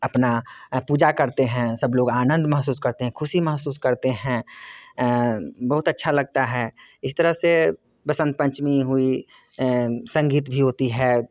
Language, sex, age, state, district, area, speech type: Hindi, male, 30-45, Bihar, Muzaffarpur, urban, spontaneous